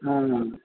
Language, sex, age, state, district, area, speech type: Telugu, male, 18-30, Telangana, Sangareddy, rural, conversation